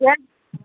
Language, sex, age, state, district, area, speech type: Kashmiri, female, 18-30, Jammu and Kashmir, Anantnag, rural, conversation